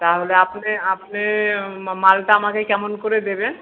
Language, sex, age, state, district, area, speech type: Bengali, female, 45-60, West Bengal, Paschim Bardhaman, urban, conversation